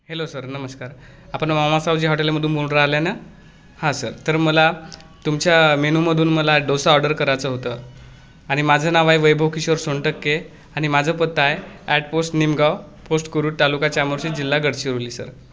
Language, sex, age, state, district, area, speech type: Marathi, male, 18-30, Maharashtra, Gadchiroli, rural, spontaneous